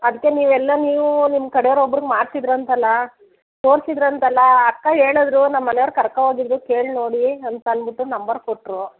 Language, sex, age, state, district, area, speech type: Kannada, female, 30-45, Karnataka, Mysore, rural, conversation